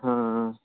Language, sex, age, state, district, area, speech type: Marathi, male, 18-30, Maharashtra, Beed, rural, conversation